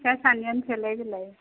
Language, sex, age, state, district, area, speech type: Bodo, female, 30-45, Assam, Chirang, rural, conversation